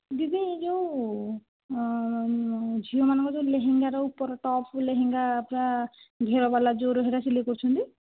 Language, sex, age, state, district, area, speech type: Odia, male, 60+, Odisha, Nayagarh, rural, conversation